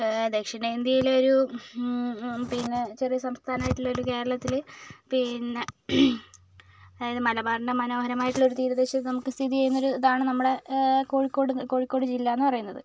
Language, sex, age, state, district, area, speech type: Malayalam, female, 30-45, Kerala, Kozhikode, urban, spontaneous